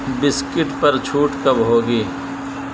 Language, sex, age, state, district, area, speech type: Urdu, male, 30-45, Uttar Pradesh, Gautam Buddha Nagar, rural, read